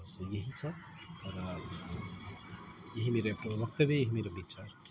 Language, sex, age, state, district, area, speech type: Nepali, male, 30-45, West Bengal, Alipurduar, urban, spontaneous